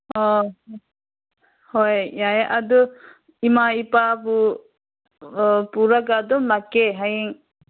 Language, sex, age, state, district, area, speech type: Manipuri, female, 30-45, Manipur, Senapati, rural, conversation